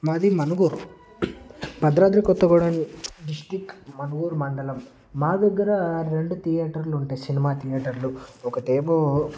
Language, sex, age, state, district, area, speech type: Telugu, male, 18-30, Telangana, Mancherial, rural, spontaneous